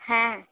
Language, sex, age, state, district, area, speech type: Bengali, female, 18-30, West Bengal, Purulia, urban, conversation